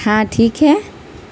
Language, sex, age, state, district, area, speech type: Urdu, female, 30-45, Bihar, Gaya, urban, spontaneous